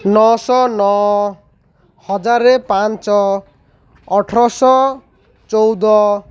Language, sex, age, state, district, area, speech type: Odia, male, 30-45, Odisha, Malkangiri, urban, spontaneous